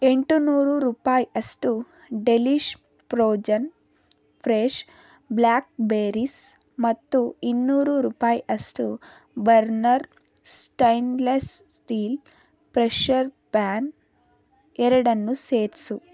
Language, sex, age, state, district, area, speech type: Kannada, female, 18-30, Karnataka, Davanagere, rural, read